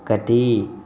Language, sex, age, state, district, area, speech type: Telugu, male, 30-45, Andhra Pradesh, Guntur, rural, read